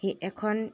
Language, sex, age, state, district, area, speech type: Assamese, female, 18-30, Assam, Dibrugarh, urban, spontaneous